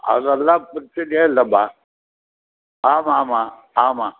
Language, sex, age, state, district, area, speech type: Tamil, male, 60+, Tamil Nadu, Krishnagiri, rural, conversation